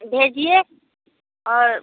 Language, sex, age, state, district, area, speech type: Hindi, female, 30-45, Bihar, Samastipur, rural, conversation